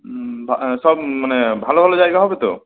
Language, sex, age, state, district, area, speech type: Bengali, male, 18-30, West Bengal, Malda, rural, conversation